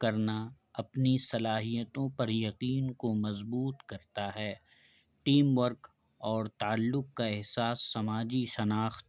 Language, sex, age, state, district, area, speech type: Urdu, male, 18-30, Bihar, Gaya, urban, spontaneous